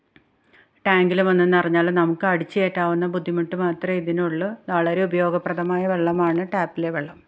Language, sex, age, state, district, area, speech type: Malayalam, female, 30-45, Kerala, Ernakulam, rural, spontaneous